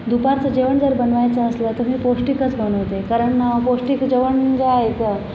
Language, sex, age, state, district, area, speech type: Marathi, female, 45-60, Maharashtra, Buldhana, rural, spontaneous